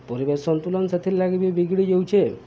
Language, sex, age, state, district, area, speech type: Odia, male, 45-60, Odisha, Subarnapur, urban, spontaneous